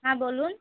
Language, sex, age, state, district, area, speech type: Bengali, female, 30-45, West Bengal, Darjeeling, urban, conversation